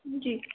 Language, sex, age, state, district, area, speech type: Urdu, female, 18-30, Delhi, East Delhi, urban, conversation